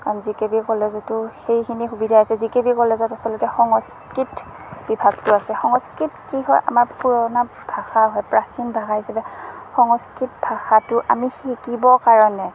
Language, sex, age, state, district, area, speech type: Assamese, female, 30-45, Assam, Morigaon, rural, spontaneous